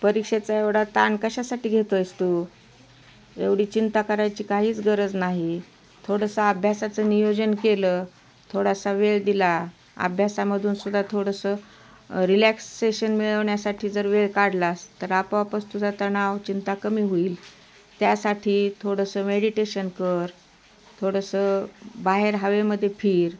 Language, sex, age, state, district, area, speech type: Marathi, female, 60+, Maharashtra, Osmanabad, rural, spontaneous